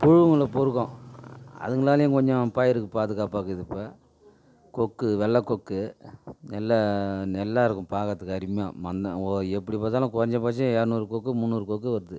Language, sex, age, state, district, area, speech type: Tamil, male, 45-60, Tamil Nadu, Tiruvannamalai, rural, spontaneous